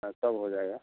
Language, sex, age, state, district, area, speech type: Hindi, male, 60+, Bihar, Samastipur, urban, conversation